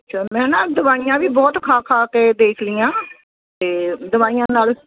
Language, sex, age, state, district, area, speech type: Punjabi, female, 60+, Punjab, Ludhiana, urban, conversation